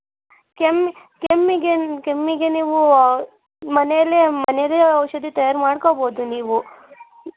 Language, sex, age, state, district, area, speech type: Kannada, female, 18-30, Karnataka, Davanagere, rural, conversation